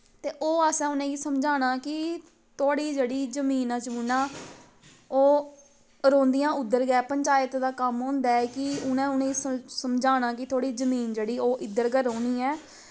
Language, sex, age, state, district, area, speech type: Dogri, female, 18-30, Jammu and Kashmir, Samba, rural, spontaneous